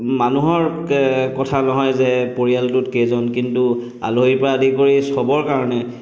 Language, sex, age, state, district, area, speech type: Assamese, male, 30-45, Assam, Chirang, urban, spontaneous